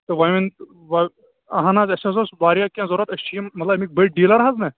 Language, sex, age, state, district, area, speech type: Kashmiri, male, 18-30, Jammu and Kashmir, Kulgam, rural, conversation